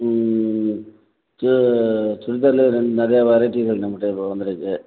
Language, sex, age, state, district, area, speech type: Tamil, male, 45-60, Tamil Nadu, Tenkasi, rural, conversation